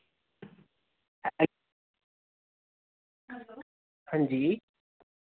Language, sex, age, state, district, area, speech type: Dogri, male, 30-45, Jammu and Kashmir, Reasi, rural, conversation